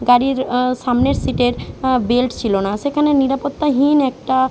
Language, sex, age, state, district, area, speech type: Bengali, female, 45-60, West Bengal, Jhargram, rural, spontaneous